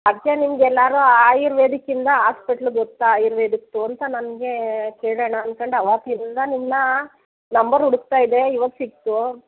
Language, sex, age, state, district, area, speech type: Kannada, female, 30-45, Karnataka, Mysore, rural, conversation